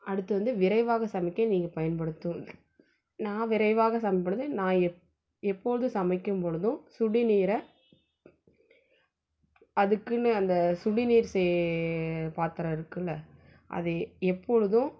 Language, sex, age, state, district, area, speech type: Tamil, female, 18-30, Tamil Nadu, Salem, rural, spontaneous